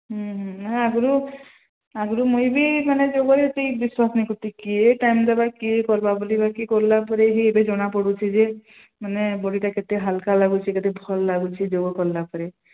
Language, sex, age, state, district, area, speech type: Odia, female, 30-45, Odisha, Sambalpur, rural, conversation